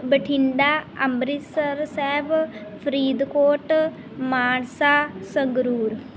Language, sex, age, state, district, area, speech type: Punjabi, female, 18-30, Punjab, Bathinda, rural, spontaneous